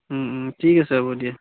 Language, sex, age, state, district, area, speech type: Assamese, male, 18-30, Assam, Charaideo, rural, conversation